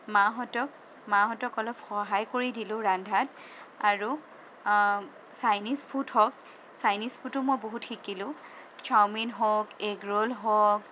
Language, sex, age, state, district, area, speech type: Assamese, female, 18-30, Assam, Sonitpur, urban, spontaneous